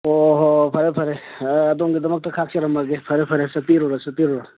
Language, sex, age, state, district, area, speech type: Manipuri, male, 60+, Manipur, Tengnoupal, rural, conversation